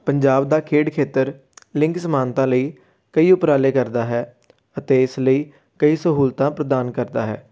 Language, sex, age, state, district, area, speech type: Punjabi, male, 18-30, Punjab, Amritsar, urban, spontaneous